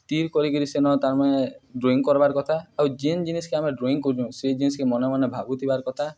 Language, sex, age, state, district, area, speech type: Odia, male, 18-30, Odisha, Nuapada, urban, spontaneous